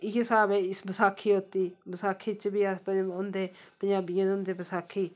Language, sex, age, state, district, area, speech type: Dogri, female, 45-60, Jammu and Kashmir, Samba, rural, spontaneous